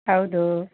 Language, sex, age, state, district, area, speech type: Kannada, female, 45-60, Karnataka, Uttara Kannada, rural, conversation